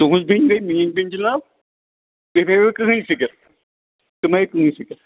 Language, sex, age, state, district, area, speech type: Kashmiri, male, 45-60, Jammu and Kashmir, Srinagar, rural, conversation